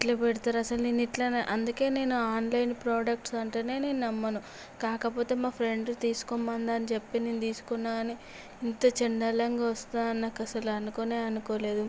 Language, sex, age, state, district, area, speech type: Telugu, female, 18-30, Andhra Pradesh, Visakhapatnam, urban, spontaneous